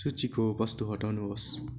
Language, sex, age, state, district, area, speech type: Nepali, male, 18-30, West Bengal, Darjeeling, rural, read